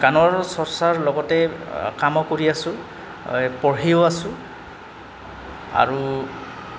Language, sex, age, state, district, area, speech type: Assamese, male, 18-30, Assam, Goalpara, rural, spontaneous